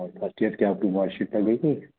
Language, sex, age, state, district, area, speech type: Hindi, male, 30-45, Madhya Pradesh, Katni, urban, conversation